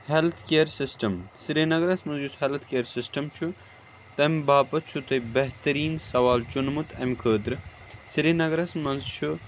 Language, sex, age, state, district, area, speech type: Kashmiri, male, 30-45, Jammu and Kashmir, Srinagar, urban, spontaneous